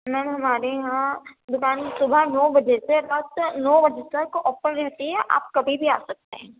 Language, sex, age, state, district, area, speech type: Urdu, female, 18-30, Uttar Pradesh, Gautam Buddha Nagar, rural, conversation